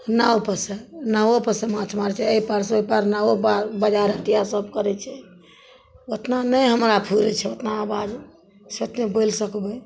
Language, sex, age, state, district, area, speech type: Maithili, female, 60+, Bihar, Madhepura, rural, spontaneous